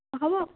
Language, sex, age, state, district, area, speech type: Assamese, female, 18-30, Assam, Morigaon, rural, conversation